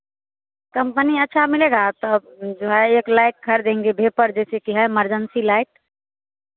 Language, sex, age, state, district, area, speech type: Hindi, female, 18-30, Bihar, Madhepura, rural, conversation